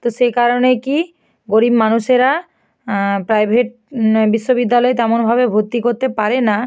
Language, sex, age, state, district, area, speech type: Bengali, female, 18-30, West Bengal, North 24 Parganas, rural, spontaneous